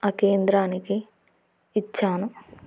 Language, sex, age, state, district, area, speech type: Telugu, female, 18-30, Andhra Pradesh, Nandyal, urban, spontaneous